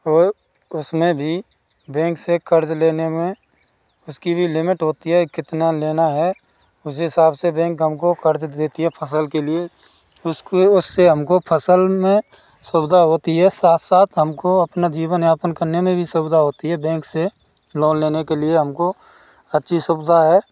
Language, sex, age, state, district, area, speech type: Hindi, male, 30-45, Rajasthan, Bharatpur, rural, spontaneous